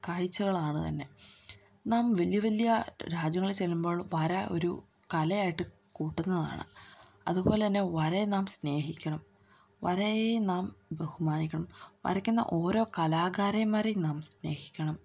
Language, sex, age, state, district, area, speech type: Malayalam, female, 18-30, Kerala, Idukki, rural, spontaneous